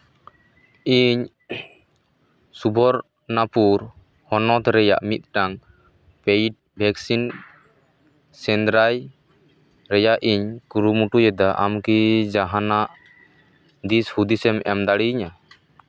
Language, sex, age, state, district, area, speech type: Santali, male, 30-45, West Bengal, Paschim Bardhaman, rural, read